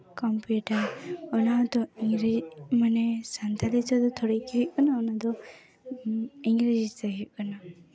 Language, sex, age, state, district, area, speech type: Santali, female, 18-30, West Bengal, Paschim Bardhaman, rural, spontaneous